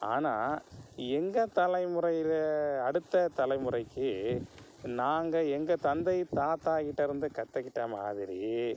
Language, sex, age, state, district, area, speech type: Tamil, male, 45-60, Tamil Nadu, Pudukkottai, rural, spontaneous